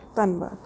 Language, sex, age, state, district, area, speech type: Punjabi, female, 30-45, Punjab, Rupnagar, urban, spontaneous